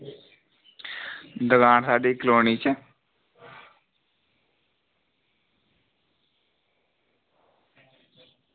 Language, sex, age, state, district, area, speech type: Dogri, male, 30-45, Jammu and Kashmir, Reasi, rural, conversation